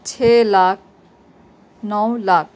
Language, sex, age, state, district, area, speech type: Urdu, female, 30-45, Telangana, Hyderabad, urban, spontaneous